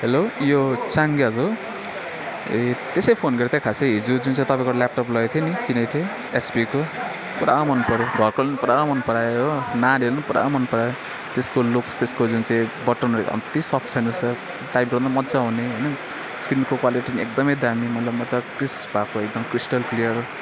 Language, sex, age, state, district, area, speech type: Nepali, male, 30-45, West Bengal, Kalimpong, rural, spontaneous